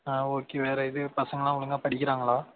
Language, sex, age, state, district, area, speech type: Tamil, male, 18-30, Tamil Nadu, Thanjavur, urban, conversation